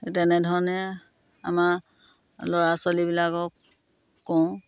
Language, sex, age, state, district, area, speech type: Assamese, female, 30-45, Assam, Dhemaji, rural, spontaneous